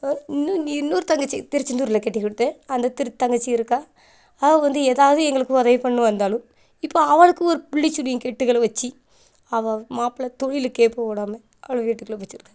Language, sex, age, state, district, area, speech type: Tamil, female, 30-45, Tamil Nadu, Thoothukudi, rural, spontaneous